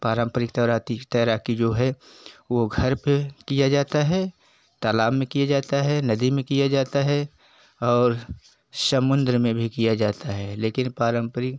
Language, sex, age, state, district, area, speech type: Hindi, male, 45-60, Uttar Pradesh, Jaunpur, rural, spontaneous